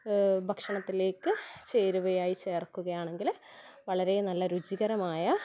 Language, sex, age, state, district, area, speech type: Malayalam, female, 18-30, Kerala, Kannur, rural, spontaneous